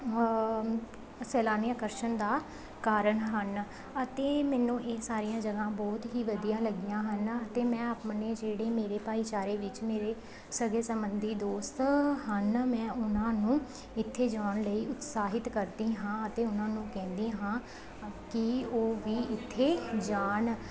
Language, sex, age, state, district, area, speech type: Punjabi, female, 18-30, Punjab, Pathankot, rural, spontaneous